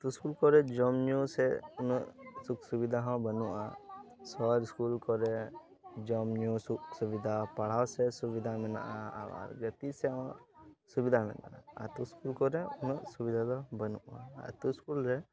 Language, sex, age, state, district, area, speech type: Santali, male, 18-30, West Bengal, Purba Bardhaman, rural, spontaneous